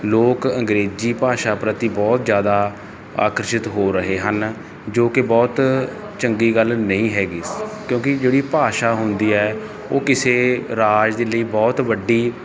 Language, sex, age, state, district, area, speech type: Punjabi, male, 30-45, Punjab, Barnala, rural, spontaneous